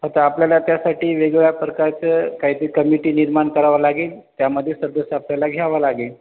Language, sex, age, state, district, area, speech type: Marathi, male, 30-45, Maharashtra, Washim, rural, conversation